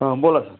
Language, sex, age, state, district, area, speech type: Marathi, male, 45-60, Maharashtra, Wardha, urban, conversation